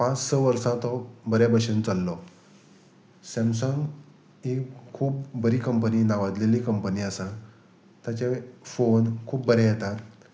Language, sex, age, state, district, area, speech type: Goan Konkani, male, 30-45, Goa, Salcete, rural, spontaneous